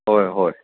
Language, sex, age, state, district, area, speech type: Marathi, male, 60+, Maharashtra, Kolhapur, urban, conversation